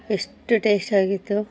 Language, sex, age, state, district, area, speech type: Kannada, female, 45-60, Karnataka, Koppal, rural, spontaneous